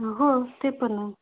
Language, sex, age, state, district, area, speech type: Marathi, female, 30-45, Maharashtra, Beed, urban, conversation